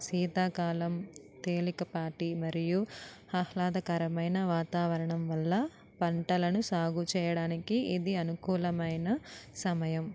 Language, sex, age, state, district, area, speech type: Telugu, female, 18-30, Andhra Pradesh, East Godavari, rural, spontaneous